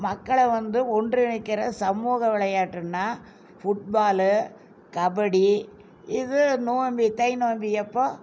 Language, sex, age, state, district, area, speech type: Tamil, female, 60+, Tamil Nadu, Coimbatore, urban, spontaneous